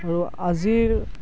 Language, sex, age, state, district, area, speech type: Assamese, male, 18-30, Assam, Barpeta, rural, spontaneous